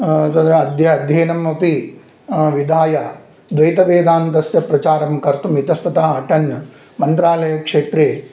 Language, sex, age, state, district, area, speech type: Sanskrit, male, 45-60, Andhra Pradesh, Kurnool, urban, spontaneous